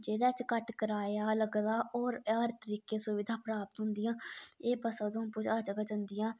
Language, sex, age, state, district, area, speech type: Dogri, female, 30-45, Jammu and Kashmir, Udhampur, urban, spontaneous